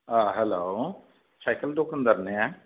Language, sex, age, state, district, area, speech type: Bodo, male, 45-60, Assam, Chirang, rural, conversation